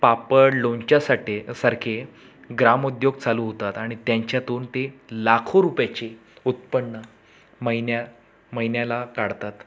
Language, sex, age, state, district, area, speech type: Marathi, male, 30-45, Maharashtra, Raigad, rural, spontaneous